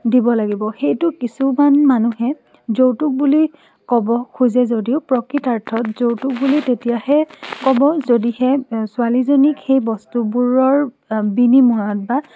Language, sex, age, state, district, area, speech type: Assamese, female, 18-30, Assam, Dhemaji, rural, spontaneous